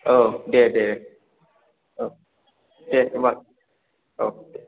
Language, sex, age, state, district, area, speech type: Bodo, male, 30-45, Assam, Chirang, urban, conversation